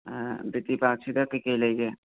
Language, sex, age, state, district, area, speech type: Manipuri, male, 18-30, Manipur, Imphal West, rural, conversation